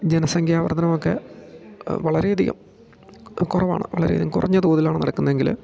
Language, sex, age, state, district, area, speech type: Malayalam, male, 30-45, Kerala, Idukki, rural, spontaneous